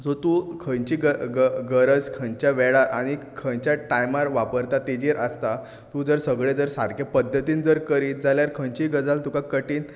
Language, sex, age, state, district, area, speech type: Goan Konkani, male, 18-30, Goa, Tiswadi, rural, spontaneous